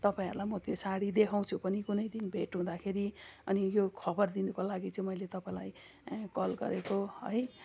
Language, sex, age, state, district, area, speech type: Nepali, female, 45-60, West Bengal, Kalimpong, rural, spontaneous